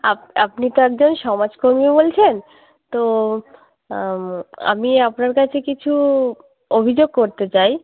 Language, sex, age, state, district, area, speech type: Bengali, female, 18-30, West Bengal, Uttar Dinajpur, urban, conversation